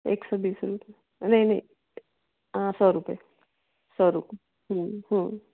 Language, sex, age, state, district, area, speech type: Hindi, female, 45-60, Madhya Pradesh, Betul, urban, conversation